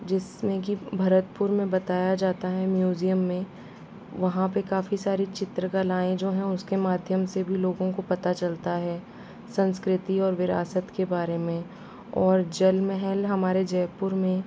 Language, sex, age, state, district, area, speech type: Hindi, female, 45-60, Rajasthan, Jaipur, urban, spontaneous